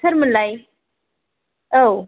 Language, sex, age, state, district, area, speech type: Bodo, female, 30-45, Assam, Kokrajhar, rural, conversation